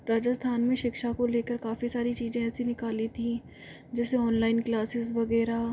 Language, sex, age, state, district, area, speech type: Hindi, female, 45-60, Rajasthan, Jaipur, urban, spontaneous